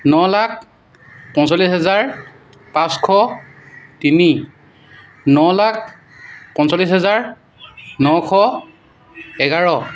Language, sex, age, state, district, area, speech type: Assamese, male, 18-30, Assam, Tinsukia, rural, spontaneous